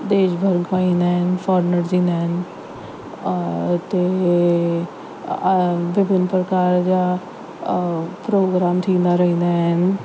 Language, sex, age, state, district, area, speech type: Sindhi, female, 30-45, Delhi, South Delhi, urban, spontaneous